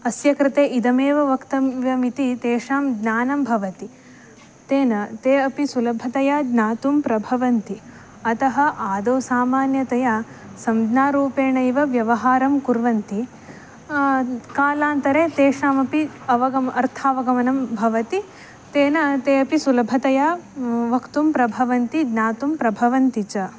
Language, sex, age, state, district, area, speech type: Sanskrit, female, 18-30, Karnataka, Uttara Kannada, rural, spontaneous